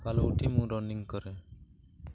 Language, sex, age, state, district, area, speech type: Odia, male, 18-30, Odisha, Nuapada, urban, spontaneous